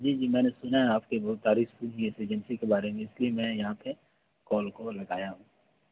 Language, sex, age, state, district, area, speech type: Urdu, male, 18-30, Bihar, Purnia, rural, conversation